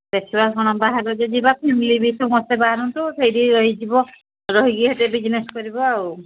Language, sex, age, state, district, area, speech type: Odia, female, 60+, Odisha, Angul, rural, conversation